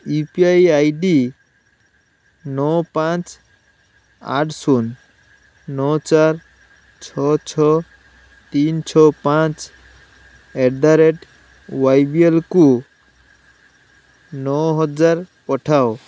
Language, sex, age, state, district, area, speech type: Odia, male, 18-30, Odisha, Balasore, rural, read